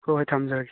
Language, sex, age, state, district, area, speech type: Manipuri, male, 18-30, Manipur, Churachandpur, rural, conversation